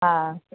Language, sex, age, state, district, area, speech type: Sindhi, female, 45-60, Uttar Pradesh, Lucknow, rural, conversation